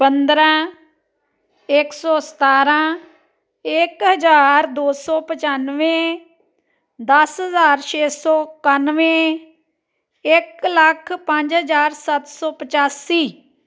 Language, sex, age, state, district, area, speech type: Punjabi, female, 45-60, Punjab, Amritsar, urban, spontaneous